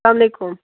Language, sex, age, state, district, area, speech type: Kashmiri, female, 18-30, Jammu and Kashmir, Budgam, rural, conversation